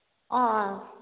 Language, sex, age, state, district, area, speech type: Nepali, female, 18-30, West Bengal, Kalimpong, rural, conversation